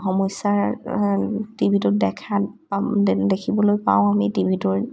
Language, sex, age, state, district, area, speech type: Assamese, female, 18-30, Assam, Sonitpur, rural, spontaneous